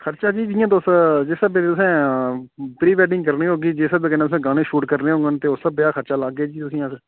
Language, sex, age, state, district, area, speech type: Dogri, male, 18-30, Jammu and Kashmir, Udhampur, rural, conversation